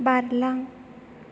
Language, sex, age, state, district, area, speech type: Bodo, female, 18-30, Assam, Chirang, urban, read